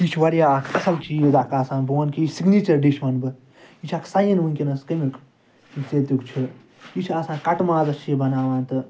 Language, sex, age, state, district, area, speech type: Kashmiri, male, 60+, Jammu and Kashmir, Ganderbal, urban, spontaneous